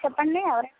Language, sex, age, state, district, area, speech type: Telugu, female, 18-30, Andhra Pradesh, Guntur, urban, conversation